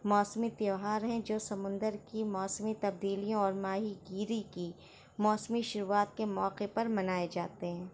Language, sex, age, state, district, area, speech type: Urdu, female, 30-45, Uttar Pradesh, Shahjahanpur, urban, spontaneous